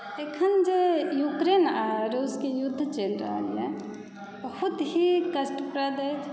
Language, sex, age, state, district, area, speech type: Maithili, female, 30-45, Bihar, Saharsa, rural, spontaneous